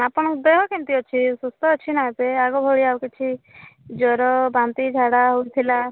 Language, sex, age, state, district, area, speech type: Odia, female, 18-30, Odisha, Rayagada, rural, conversation